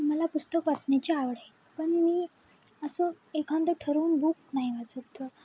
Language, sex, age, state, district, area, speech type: Marathi, female, 18-30, Maharashtra, Nanded, rural, spontaneous